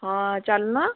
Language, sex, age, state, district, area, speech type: Odia, female, 30-45, Odisha, Bhadrak, rural, conversation